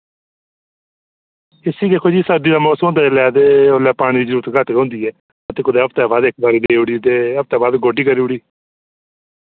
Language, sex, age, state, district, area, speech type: Dogri, male, 18-30, Jammu and Kashmir, Reasi, rural, conversation